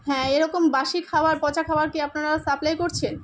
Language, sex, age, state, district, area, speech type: Bengali, female, 45-60, West Bengal, Kolkata, urban, spontaneous